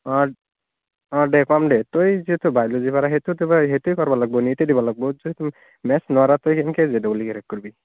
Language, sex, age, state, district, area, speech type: Assamese, male, 18-30, Assam, Barpeta, rural, conversation